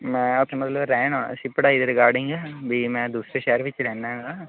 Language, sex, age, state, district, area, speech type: Punjabi, male, 18-30, Punjab, Barnala, rural, conversation